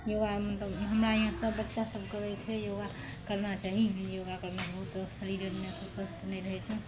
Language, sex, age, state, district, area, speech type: Maithili, female, 30-45, Bihar, Araria, rural, spontaneous